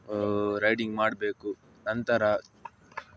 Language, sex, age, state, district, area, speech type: Kannada, male, 18-30, Karnataka, Udupi, rural, spontaneous